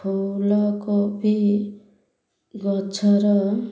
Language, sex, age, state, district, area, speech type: Odia, female, 30-45, Odisha, Ganjam, urban, spontaneous